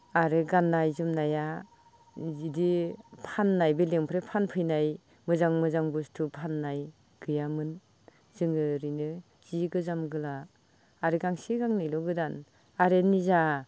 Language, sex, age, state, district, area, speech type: Bodo, female, 45-60, Assam, Baksa, rural, spontaneous